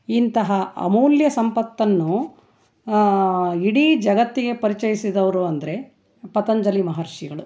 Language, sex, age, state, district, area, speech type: Kannada, female, 60+, Karnataka, Chitradurga, rural, spontaneous